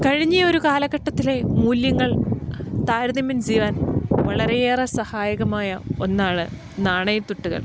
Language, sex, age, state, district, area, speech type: Malayalam, female, 30-45, Kerala, Idukki, rural, spontaneous